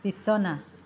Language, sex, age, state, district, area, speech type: Assamese, female, 45-60, Assam, Barpeta, rural, read